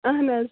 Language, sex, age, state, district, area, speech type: Kashmiri, female, 18-30, Jammu and Kashmir, Shopian, rural, conversation